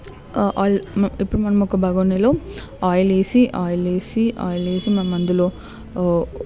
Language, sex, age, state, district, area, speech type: Telugu, female, 18-30, Telangana, Medchal, urban, spontaneous